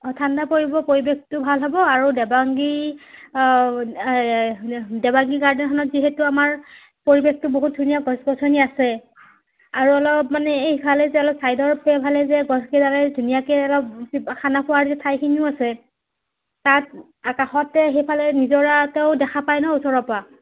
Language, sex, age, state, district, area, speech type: Assamese, female, 30-45, Assam, Nagaon, rural, conversation